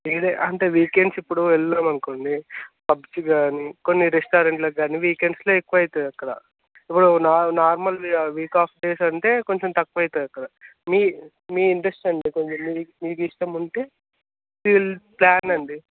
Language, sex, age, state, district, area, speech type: Telugu, male, 18-30, Telangana, Nirmal, rural, conversation